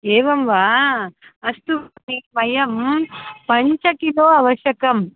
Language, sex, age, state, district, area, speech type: Sanskrit, female, 30-45, Karnataka, Dharwad, urban, conversation